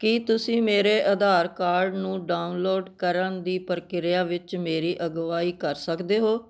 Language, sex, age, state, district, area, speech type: Punjabi, female, 60+, Punjab, Firozpur, urban, read